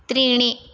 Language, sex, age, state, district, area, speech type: Sanskrit, female, 18-30, Odisha, Mayurbhanj, rural, read